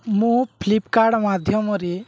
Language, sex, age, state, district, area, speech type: Odia, male, 18-30, Odisha, Nuapada, rural, spontaneous